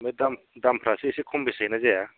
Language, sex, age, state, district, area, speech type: Bodo, male, 30-45, Assam, Kokrajhar, rural, conversation